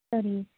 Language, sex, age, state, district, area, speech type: Kannada, female, 18-30, Karnataka, Shimoga, rural, conversation